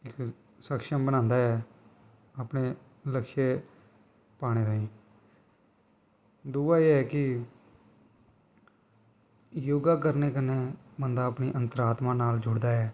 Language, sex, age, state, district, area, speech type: Dogri, male, 18-30, Jammu and Kashmir, Kathua, rural, spontaneous